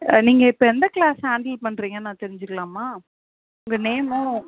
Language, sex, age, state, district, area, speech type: Tamil, male, 30-45, Tamil Nadu, Cuddalore, urban, conversation